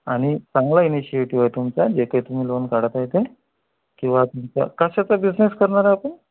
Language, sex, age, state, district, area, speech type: Marathi, male, 30-45, Maharashtra, Amravati, rural, conversation